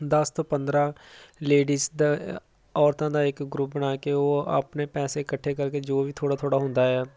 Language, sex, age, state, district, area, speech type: Punjabi, male, 30-45, Punjab, Jalandhar, urban, spontaneous